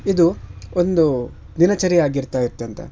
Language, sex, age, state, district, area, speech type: Kannada, male, 18-30, Karnataka, Shimoga, rural, spontaneous